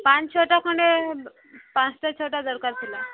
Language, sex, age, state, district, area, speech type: Odia, female, 30-45, Odisha, Subarnapur, urban, conversation